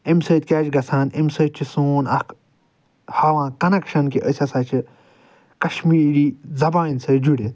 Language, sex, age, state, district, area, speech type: Kashmiri, male, 45-60, Jammu and Kashmir, Srinagar, urban, spontaneous